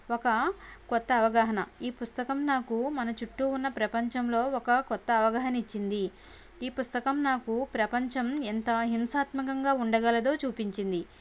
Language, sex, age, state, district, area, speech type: Telugu, female, 18-30, Andhra Pradesh, Konaseema, rural, spontaneous